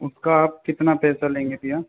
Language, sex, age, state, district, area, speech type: Hindi, male, 18-30, Rajasthan, Jaipur, urban, conversation